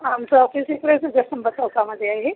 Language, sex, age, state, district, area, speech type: Marathi, female, 45-60, Maharashtra, Buldhana, rural, conversation